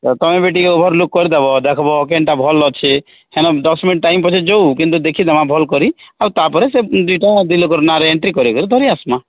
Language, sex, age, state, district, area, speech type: Odia, male, 30-45, Odisha, Nuapada, urban, conversation